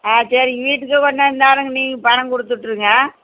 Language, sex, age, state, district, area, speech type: Tamil, female, 60+, Tamil Nadu, Erode, urban, conversation